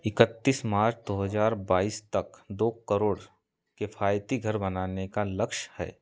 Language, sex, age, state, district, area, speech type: Hindi, male, 30-45, Madhya Pradesh, Seoni, rural, read